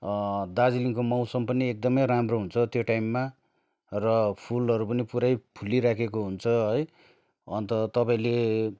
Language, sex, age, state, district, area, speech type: Nepali, male, 30-45, West Bengal, Darjeeling, rural, spontaneous